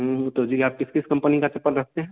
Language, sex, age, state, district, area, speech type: Hindi, male, 18-30, Bihar, Begusarai, rural, conversation